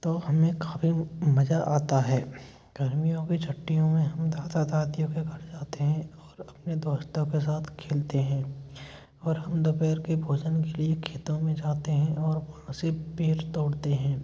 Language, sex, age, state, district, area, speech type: Hindi, male, 18-30, Rajasthan, Bharatpur, rural, spontaneous